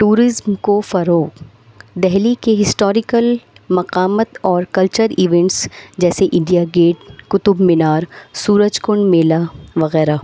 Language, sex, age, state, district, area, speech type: Urdu, female, 30-45, Delhi, North East Delhi, urban, spontaneous